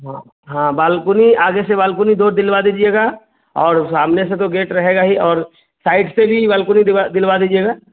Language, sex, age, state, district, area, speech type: Hindi, male, 18-30, Bihar, Vaishali, rural, conversation